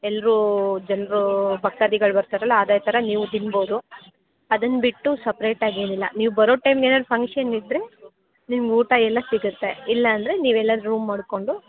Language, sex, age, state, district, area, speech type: Kannada, female, 18-30, Karnataka, Kolar, rural, conversation